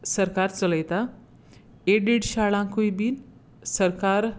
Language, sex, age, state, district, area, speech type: Goan Konkani, female, 30-45, Goa, Tiswadi, rural, spontaneous